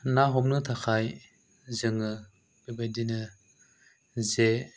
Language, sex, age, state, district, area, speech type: Bodo, male, 30-45, Assam, Chirang, rural, spontaneous